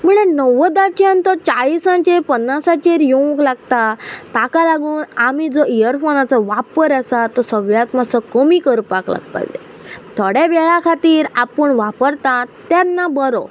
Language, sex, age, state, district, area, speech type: Goan Konkani, female, 30-45, Goa, Quepem, rural, spontaneous